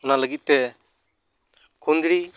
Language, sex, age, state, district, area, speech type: Santali, male, 30-45, West Bengal, Uttar Dinajpur, rural, spontaneous